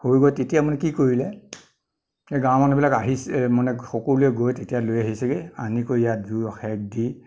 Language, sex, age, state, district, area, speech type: Assamese, male, 30-45, Assam, Nagaon, rural, spontaneous